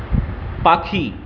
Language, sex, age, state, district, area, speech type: Bengali, male, 45-60, West Bengal, Purulia, urban, read